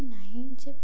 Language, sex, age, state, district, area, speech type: Odia, female, 18-30, Odisha, Ganjam, urban, spontaneous